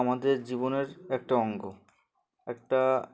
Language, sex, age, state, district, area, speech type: Bengali, male, 18-30, West Bengal, Uttar Dinajpur, urban, spontaneous